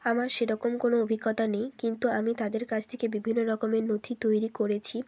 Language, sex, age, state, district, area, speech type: Bengali, female, 30-45, West Bengal, Bankura, urban, spontaneous